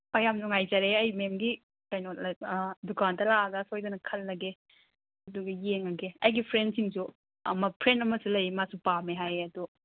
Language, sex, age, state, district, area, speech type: Manipuri, female, 30-45, Manipur, Imphal East, rural, conversation